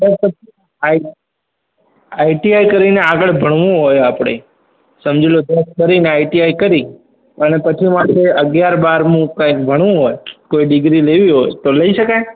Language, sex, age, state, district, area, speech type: Gujarati, male, 30-45, Gujarat, Morbi, rural, conversation